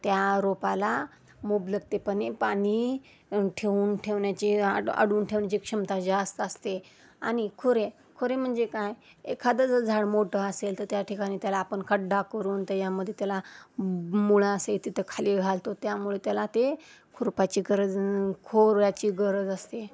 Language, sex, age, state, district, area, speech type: Marathi, female, 30-45, Maharashtra, Osmanabad, rural, spontaneous